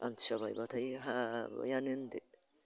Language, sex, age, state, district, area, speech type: Bodo, female, 60+, Assam, Udalguri, rural, spontaneous